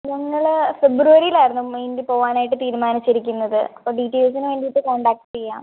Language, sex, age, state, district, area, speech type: Malayalam, female, 18-30, Kerala, Kottayam, rural, conversation